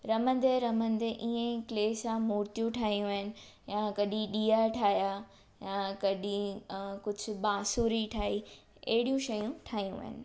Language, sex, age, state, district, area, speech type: Sindhi, female, 18-30, Gujarat, Surat, urban, spontaneous